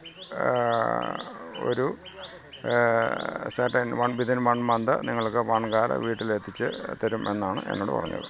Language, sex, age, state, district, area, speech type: Malayalam, male, 60+, Kerala, Pathanamthitta, rural, spontaneous